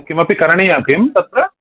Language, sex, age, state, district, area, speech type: Sanskrit, male, 45-60, Telangana, Ranga Reddy, urban, conversation